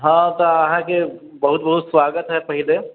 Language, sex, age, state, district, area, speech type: Maithili, male, 30-45, Bihar, Sitamarhi, urban, conversation